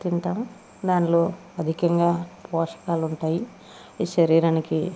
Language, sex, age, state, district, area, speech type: Telugu, female, 60+, Andhra Pradesh, Eluru, rural, spontaneous